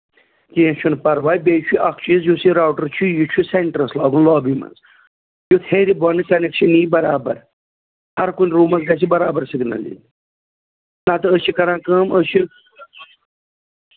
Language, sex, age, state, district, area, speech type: Kashmiri, male, 30-45, Jammu and Kashmir, Srinagar, urban, conversation